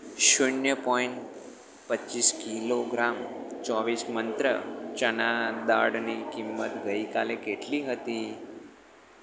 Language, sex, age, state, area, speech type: Gujarati, male, 18-30, Gujarat, rural, read